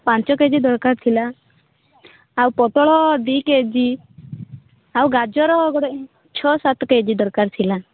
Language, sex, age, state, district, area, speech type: Odia, female, 18-30, Odisha, Rayagada, rural, conversation